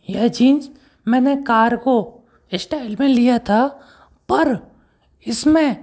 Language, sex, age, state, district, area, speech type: Hindi, male, 18-30, Madhya Pradesh, Bhopal, urban, spontaneous